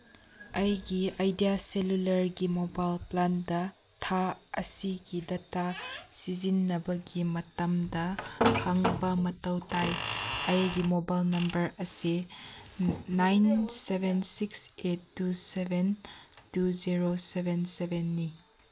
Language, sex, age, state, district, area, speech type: Manipuri, female, 18-30, Manipur, Senapati, urban, read